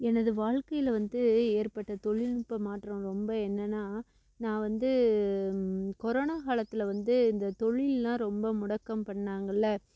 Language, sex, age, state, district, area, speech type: Tamil, female, 30-45, Tamil Nadu, Namakkal, rural, spontaneous